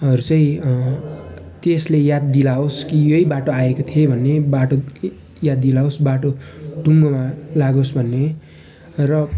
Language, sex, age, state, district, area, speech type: Nepali, male, 18-30, West Bengal, Darjeeling, rural, spontaneous